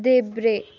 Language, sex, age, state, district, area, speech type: Nepali, female, 30-45, West Bengal, Darjeeling, rural, read